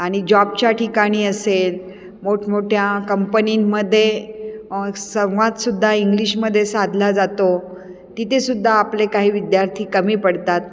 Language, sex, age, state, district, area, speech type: Marathi, female, 45-60, Maharashtra, Nashik, urban, spontaneous